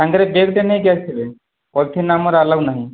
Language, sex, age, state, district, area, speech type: Odia, male, 18-30, Odisha, Kandhamal, rural, conversation